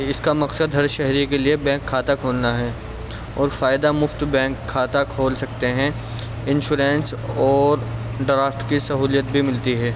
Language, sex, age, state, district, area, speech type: Urdu, male, 18-30, Delhi, Central Delhi, urban, spontaneous